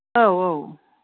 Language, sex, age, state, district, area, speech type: Bodo, female, 45-60, Assam, Kokrajhar, rural, conversation